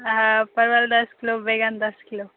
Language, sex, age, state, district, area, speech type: Maithili, female, 45-60, Bihar, Saharsa, rural, conversation